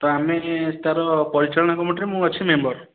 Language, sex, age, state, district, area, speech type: Odia, male, 30-45, Odisha, Puri, urban, conversation